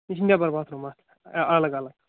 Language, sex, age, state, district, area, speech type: Kashmiri, male, 18-30, Jammu and Kashmir, Baramulla, urban, conversation